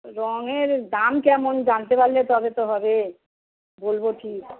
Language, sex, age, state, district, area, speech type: Bengali, female, 60+, West Bengal, Darjeeling, rural, conversation